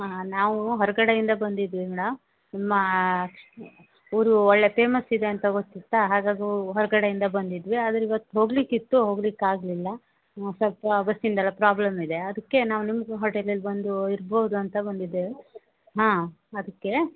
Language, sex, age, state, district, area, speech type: Kannada, female, 45-60, Karnataka, Uttara Kannada, rural, conversation